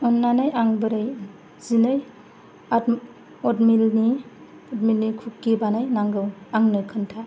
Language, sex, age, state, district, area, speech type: Bodo, female, 30-45, Assam, Kokrajhar, rural, read